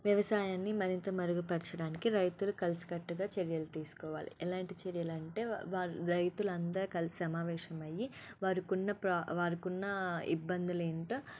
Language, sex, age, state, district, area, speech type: Telugu, female, 18-30, Telangana, Medak, rural, spontaneous